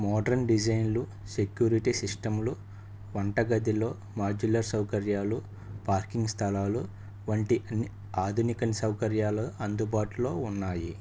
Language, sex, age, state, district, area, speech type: Telugu, male, 30-45, Andhra Pradesh, Palnadu, urban, spontaneous